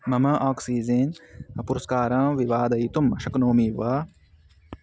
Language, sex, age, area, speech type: Sanskrit, male, 18-30, rural, read